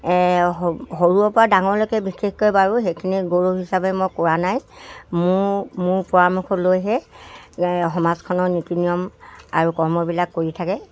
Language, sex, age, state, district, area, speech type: Assamese, male, 60+, Assam, Dibrugarh, rural, spontaneous